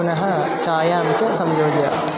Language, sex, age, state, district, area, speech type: Sanskrit, male, 18-30, Kerala, Thrissur, rural, spontaneous